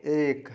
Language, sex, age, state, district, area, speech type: Hindi, male, 30-45, Uttar Pradesh, Jaunpur, rural, read